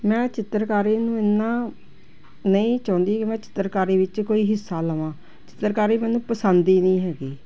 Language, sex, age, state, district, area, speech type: Punjabi, female, 60+, Punjab, Jalandhar, urban, spontaneous